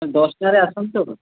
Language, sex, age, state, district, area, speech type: Odia, male, 18-30, Odisha, Boudh, rural, conversation